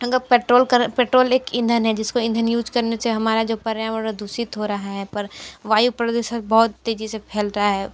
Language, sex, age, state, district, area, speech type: Hindi, female, 30-45, Uttar Pradesh, Sonbhadra, rural, spontaneous